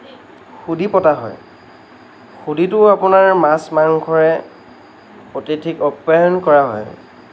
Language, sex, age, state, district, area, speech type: Assamese, male, 45-60, Assam, Lakhimpur, rural, spontaneous